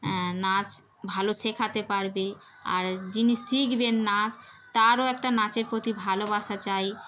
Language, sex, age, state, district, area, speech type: Bengali, female, 30-45, West Bengal, Darjeeling, urban, spontaneous